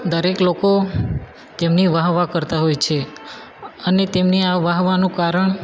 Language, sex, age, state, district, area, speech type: Gujarati, male, 18-30, Gujarat, Valsad, rural, spontaneous